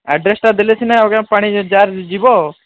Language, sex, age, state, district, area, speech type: Odia, male, 30-45, Odisha, Sundergarh, urban, conversation